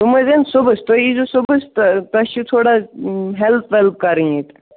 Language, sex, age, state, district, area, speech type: Kashmiri, male, 30-45, Jammu and Kashmir, Kupwara, rural, conversation